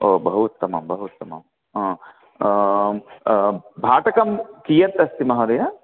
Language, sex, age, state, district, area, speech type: Sanskrit, male, 45-60, Andhra Pradesh, Krishna, urban, conversation